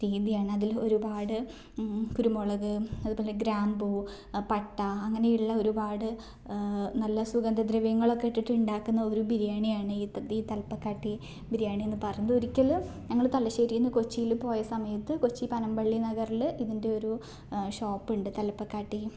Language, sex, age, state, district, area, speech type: Malayalam, female, 18-30, Kerala, Kannur, rural, spontaneous